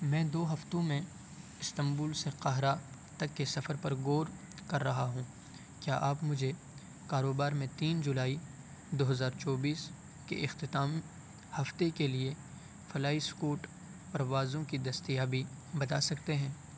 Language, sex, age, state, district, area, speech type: Urdu, male, 18-30, Bihar, Purnia, rural, read